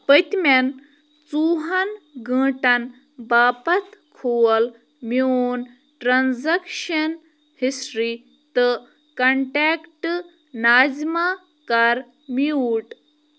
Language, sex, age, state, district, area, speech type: Kashmiri, female, 18-30, Jammu and Kashmir, Bandipora, rural, read